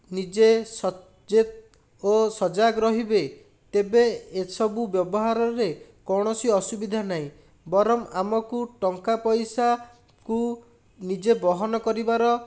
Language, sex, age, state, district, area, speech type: Odia, male, 45-60, Odisha, Bhadrak, rural, spontaneous